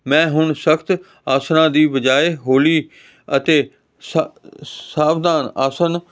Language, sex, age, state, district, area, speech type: Punjabi, male, 45-60, Punjab, Hoshiarpur, urban, spontaneous